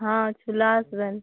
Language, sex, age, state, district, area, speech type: Bengali, female, 45-60, West Bengal, Uttar Dinajpur, urban, conversation